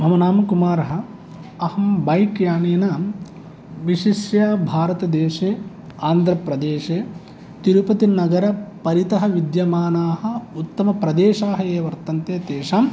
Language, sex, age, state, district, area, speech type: Sanskrit, male, 30-45, Andhra Pradesh, East Godavari, rural, spontaneous